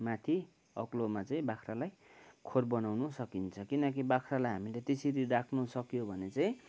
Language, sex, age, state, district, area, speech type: Nepali, male, 60+, West Bengal, Kalimpong, rural, spontaneous